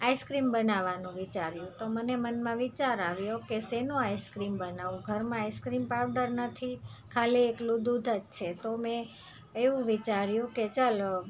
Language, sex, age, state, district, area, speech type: Gujarati, female, 30-45, Gujarat, Surat, rural, spontaneous